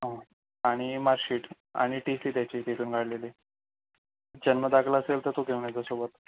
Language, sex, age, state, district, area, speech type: Marathi, male, 45-60, Maharashtra, Yavatmal, urban, conversation